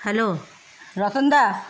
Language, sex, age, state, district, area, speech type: Bengali, female, 30-45, West Bengal, Howrah, urban, spontaneous